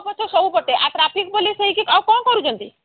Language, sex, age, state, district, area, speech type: Odia, female, 30-45, Odisha, Sambalpur, rural, conversation